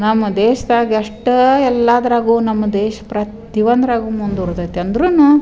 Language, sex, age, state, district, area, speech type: Kannada, female, 45-60, Karnataka, Dharwad, rural, spontaneous